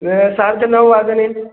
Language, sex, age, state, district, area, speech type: Sanskrit, male, 45-60, Uttar Pradesh, Prayagraj, urban, conversation